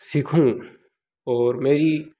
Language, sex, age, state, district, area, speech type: Hindi, male, 30-45, Madhya Pradesh, Ujjain, rural, spontaneous